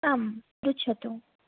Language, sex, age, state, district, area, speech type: Sanskrit, female, 18-30, Odisha, Bhadrak, rural, conversation